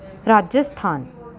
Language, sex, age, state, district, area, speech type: Punjabi, female, 18-30, Punjab, Rupnagar, urban, spontaneous